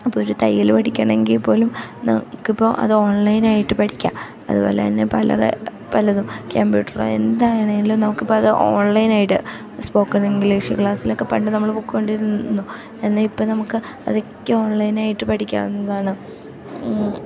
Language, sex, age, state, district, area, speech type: Malayalam, female, 18-30, Kerala, Idukki, rural, spontaneous